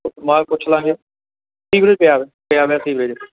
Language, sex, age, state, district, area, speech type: Punjabi, male, 45-60, Punjab, Barnala, urban, conversation